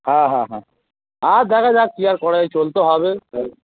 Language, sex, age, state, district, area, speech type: Bengali, male, 30-45, West Bengal, Howrah, urban, conversation